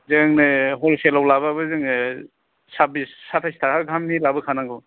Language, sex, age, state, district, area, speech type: Bodo, male, 45-60, Assam, Kokrajhar, urban, conversation